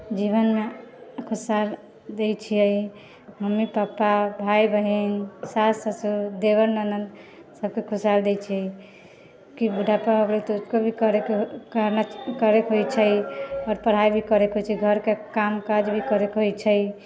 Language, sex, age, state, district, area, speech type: Maithili, female, 18-30, Bihar, Sitamarhi, rural, spontaneous